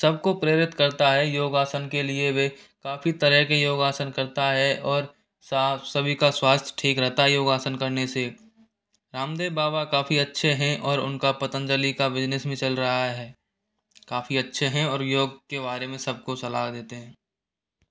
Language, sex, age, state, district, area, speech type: Hindi, male, 30-45, Rajasthan, Jaipur, urban, spontaneous